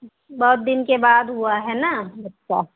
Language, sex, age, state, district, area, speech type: Hindi, female, 45-60, Uttar Pradesh, Ayodhya, rural, conversation